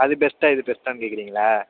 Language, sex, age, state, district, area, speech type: Tamil, male, 30-45, Tamil Nadu, Mayiladuthurai, urban, conversation